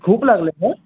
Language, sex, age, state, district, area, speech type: Marathi, male, 18-30, Maharashtra, Raigad, rural, conversation